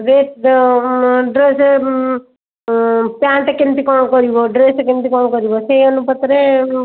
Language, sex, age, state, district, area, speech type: Odia, female, 45-60, Odisha, Puri, urban, conversation